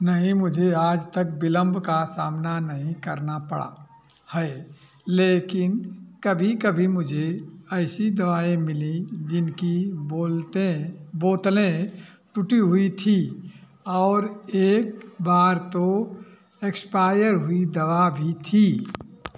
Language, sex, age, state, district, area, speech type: Hindi, male, 60+, Uttar Pradesh, Azamgarh, rural, read